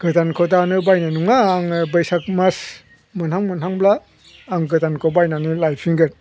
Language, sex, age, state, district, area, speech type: Bodo, male, 60+, Assam, Chirang, rural, spontaneous